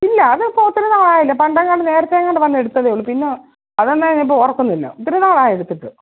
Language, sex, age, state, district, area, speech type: Malayalam, female, 45-60, Kerala, Pathanamthitta, urban, conversation